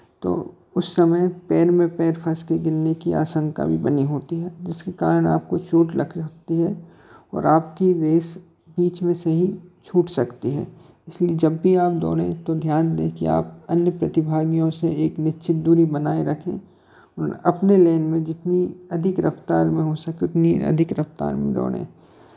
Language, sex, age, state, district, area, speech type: Hindi, male, 30-45, Madhya Pradesh, Hoshangabad, urban, spontaneous